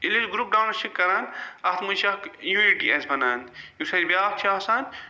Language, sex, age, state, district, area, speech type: Kashmiri, male, 45-60, Jammu and Kashmir, Srinagar, urban, spontaneous